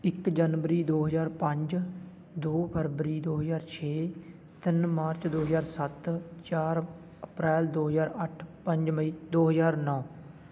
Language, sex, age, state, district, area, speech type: Punjabi, male, 18-30, Punjab, Fatehgarh Sahib, rural, spontaneous